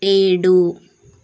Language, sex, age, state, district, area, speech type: Telugu, female, 18-30, Telangana, Nalgonda, urban, read